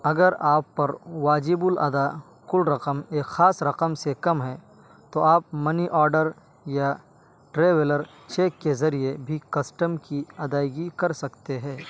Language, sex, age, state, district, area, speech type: Urdu, male, 18-30, Uttar Pradesh, Saharanpur, urban, read